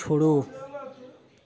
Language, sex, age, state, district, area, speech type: Hindi, male, 18-30, Uttar Pradesh, Chandauli, urban, read